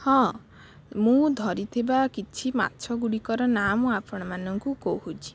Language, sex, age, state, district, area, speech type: Odia, female, 18-30, Odisha, Bhadrak, rural, spontaneous